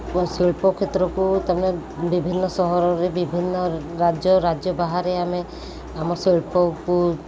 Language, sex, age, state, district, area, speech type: Odia, female, 30-45, Odisha, Sundergarh, urban, spontaneous